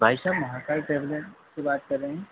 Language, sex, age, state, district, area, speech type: Hindi, male, 30-45, Madhya Pradesh, Harda, urban, conversation